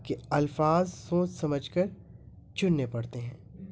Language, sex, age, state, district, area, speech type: Urdu, male, 18-30, Delhi, North East Delhi, urban, spontaneous